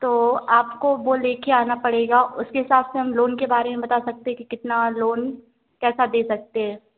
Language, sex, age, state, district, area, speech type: Hindi, female, 18-30, Madhya Pradesh, Narsinghpur, rural, conversation